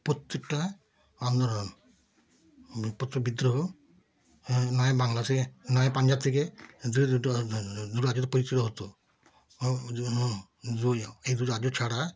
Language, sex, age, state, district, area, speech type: Bengali, male, 60+, West Bengal, Darjeeling, rural, spontaneous